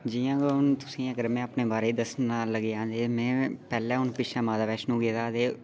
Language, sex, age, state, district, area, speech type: Dogri, male, 18-30, Jammu and Kashmir, Udhampur, rural, spontaneous